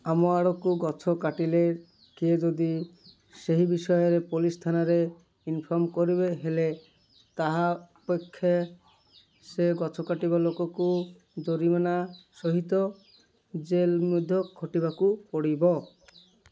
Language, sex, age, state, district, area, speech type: Odia, male, 30-45, Odisha, Malkangiri, urban, spontaneous